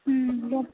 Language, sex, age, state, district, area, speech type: Bengali, female, 30-45, West Bengal, Darjeeling, rural, conversation